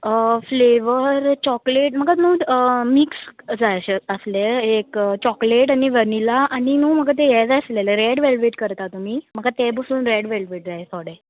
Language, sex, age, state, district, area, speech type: Goan Konkani, female, 18-30, Goa, Murmgao, urban, conversation